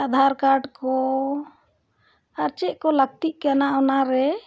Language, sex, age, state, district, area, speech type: Santali, female, 60+, Jharkhand, Bokaro, rural, spontaneous